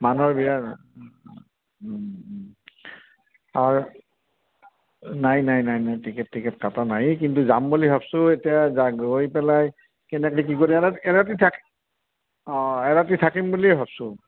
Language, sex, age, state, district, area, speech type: Assamese, male, 60+, Assam, Barpeta, rural, conversation